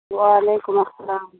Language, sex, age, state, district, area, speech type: Urdu, female, 60+, Bihar, Khagaria, rural, conversation